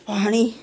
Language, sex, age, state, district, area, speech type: Punjabi, female, 60+, Punjab, Ludhiana, urban, spontaneous